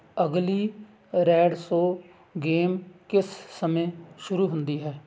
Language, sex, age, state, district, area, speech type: Punjabi, male, 45-60, Punjab, Hoshiarpur, rural, read